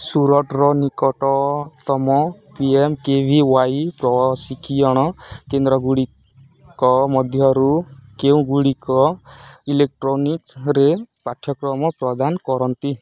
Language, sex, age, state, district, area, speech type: Odia, male, 18-30, Odisha, Nuapada, rural, read